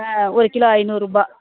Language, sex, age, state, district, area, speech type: Tamil, female, 60+, Tamil Nadu, Kallakurichi, rural, conversation